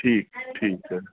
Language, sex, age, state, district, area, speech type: Sindhi, male, 60+, Uttar Pradesh, Lucknow, rural, conversation